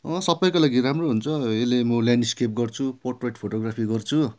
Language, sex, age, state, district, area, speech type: Nepali, male, 45-60, West Bengal, Darjeeling, rural, spontaneous